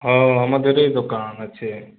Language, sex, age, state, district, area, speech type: Bengali, male, 45-60, West Bengal, Purulia, urban, conversation